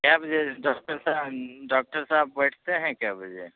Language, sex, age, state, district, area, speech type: Hindi, male, 30-45, Bihar, Begusarai, rural, conversation